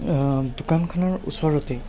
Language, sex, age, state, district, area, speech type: Assamese, male, 60+, Assam, Darrang, rural, spontaneous